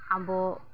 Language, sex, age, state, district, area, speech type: Santali, female, 30-45, Jharkhand, East Singhbhum, rural, spontaneous